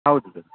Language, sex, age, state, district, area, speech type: Kannada, male, 30-45, Karnataka, Dakshina Kannada, rural, conversation